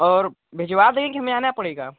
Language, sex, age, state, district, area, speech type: Hindi, male, 18-30, Uttar Pradesh, Chandauli, rural, conversation